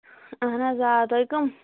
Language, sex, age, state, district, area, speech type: Kashmiri, female, 18-30, Jammu and Kashmir, Kulgam, rural, conversation